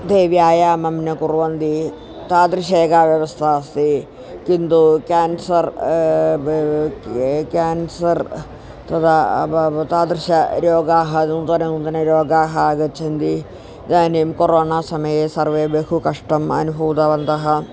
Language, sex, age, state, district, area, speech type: Sanskrit, female, 45-60, Kerala, Thiruvananthapuram, urban, spontaneous